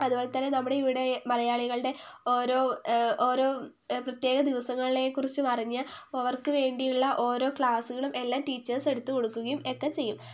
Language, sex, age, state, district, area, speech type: Malayalam, female, 18-30, Kerala, Wayanad, rural, spontaneous